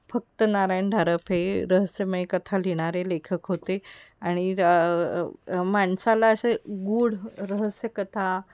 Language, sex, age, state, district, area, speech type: Marathi, female, 45-60, Maharashtra, Kolhapur, urban, spontaneous